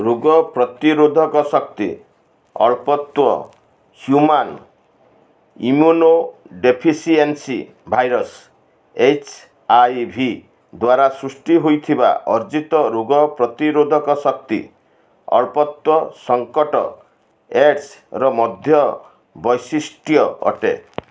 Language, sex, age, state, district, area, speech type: Odia, male, 60+, Odisha, Balasore, rural, read